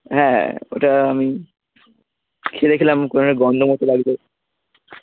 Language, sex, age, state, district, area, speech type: Bengali, male, 18-30, West Bengal, Howrah, urban, conversation